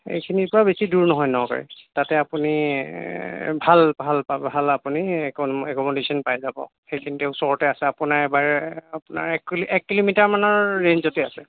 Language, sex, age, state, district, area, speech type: Assamese, male, 30-45, Assam, Lakhimpur, urban, conversation